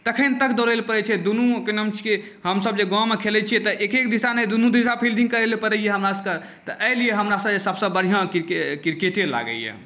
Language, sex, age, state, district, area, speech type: Maithili, male, 18-30, Bihar, Saharsa, urban, spontaneous